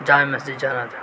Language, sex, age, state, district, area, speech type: Urdu, male, 18-30, Delhi, South Delhi, urban, spontaneous